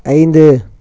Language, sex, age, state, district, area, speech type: Tamil, male, 18-30, Tamil Nadu, Coimbatore, urban, read